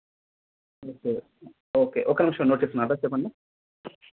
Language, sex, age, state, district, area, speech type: Telugu, male, 18-30, Andhra Pradesh, Sri Balaji, rural, conversation